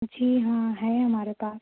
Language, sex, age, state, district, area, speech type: Urdu, female, 30-45, Telangana, Hyderabad, urban, conversation